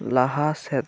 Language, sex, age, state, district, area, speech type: Santali, male, 18-30, West Bengal, Birbhum, rural, read